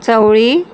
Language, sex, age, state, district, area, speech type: Marathi, female, 45-60, Maharashtra, Nagpur, rural, spontaneous